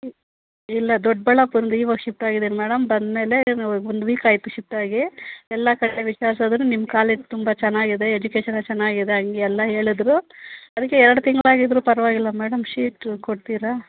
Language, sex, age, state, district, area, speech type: Kannada, female, 45-60, Karnataka, Bangalore Rural, rural, conversation